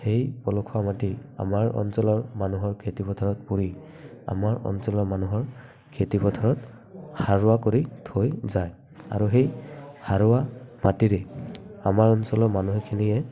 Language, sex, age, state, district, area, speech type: Assamese, male, 18-30, Assam, Barpeta, rural, spontaneous